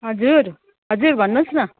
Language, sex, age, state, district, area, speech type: Nepali, female, 45-60, West Bengal, Kalimpong, rural, conversation